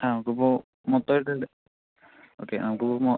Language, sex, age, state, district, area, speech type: Malayalam, male, 45-60, Kerala, Palakkad, rural, conversation